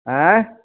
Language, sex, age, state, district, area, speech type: Maithili, male, 60+, Bihar, Samastipur, rural, conversation